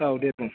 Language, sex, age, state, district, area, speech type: Bodo, male, 45-60, Assam, Chirang, rural, conversation